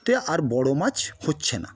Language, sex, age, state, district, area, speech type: Bengali, male, 60+, West Bengal, Paschim Medinipur, rural, spontaneous